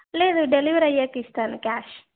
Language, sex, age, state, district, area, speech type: Telugu, female, 30-45, Andhra Pradesh, Chittoor, urban, conversation